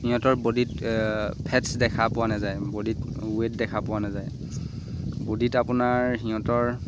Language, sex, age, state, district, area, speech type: Assamese, male, 18-30, Assam, Lakhimpur, urban, spontaneous